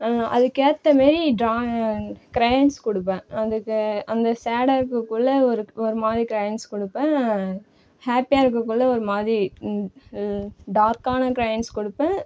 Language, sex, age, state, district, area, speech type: Tamil, female, 18-30, Tamil Nadu, Cuddalore, rural, spontaneous